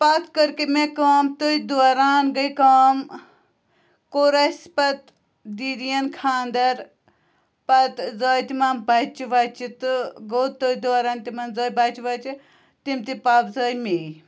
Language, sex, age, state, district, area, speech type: Kashmiri, female, 18-30, Jammu and Kashmir, Pulwama, rural, spontaneous